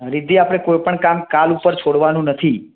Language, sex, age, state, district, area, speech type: Gujarati, male, 18-30, Gujarat, Mehsana, rural, conversation